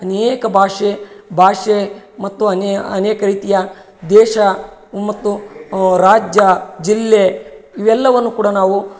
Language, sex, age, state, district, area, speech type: Kannada, male, 30-45, Karnataka, Bellary, rural, spontaneous